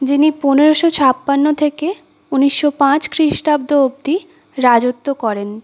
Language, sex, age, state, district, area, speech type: Bengali, female, 18-30, West Bengal, North 24 Parganas, urban, spontaneous